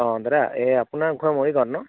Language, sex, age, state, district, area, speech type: Assamese, male, 30-45, Assam, Morigaon, rural, conversation